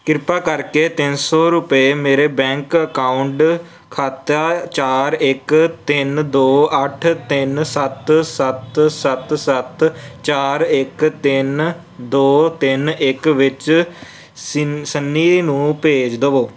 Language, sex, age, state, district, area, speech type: Punjabi, male, 18-30, Punjab, Kapurthala, urban, read